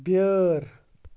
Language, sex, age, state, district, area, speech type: Kashmiri, male, 18-30, Jammu and Kashmir, Ganderbal, rural, read